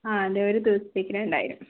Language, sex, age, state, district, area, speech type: Malayalam, female, 45-60, Kerala, Kozhikode, urban, conversation